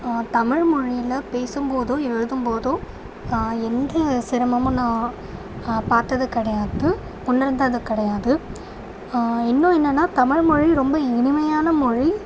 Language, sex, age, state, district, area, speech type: Tamil, female, 18-30, Tamil Nadu, Tiruvarur, urban, spontaneous